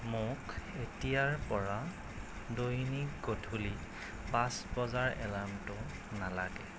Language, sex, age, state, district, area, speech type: Assamese, male, 18-30, Assam, Darrang, rural, read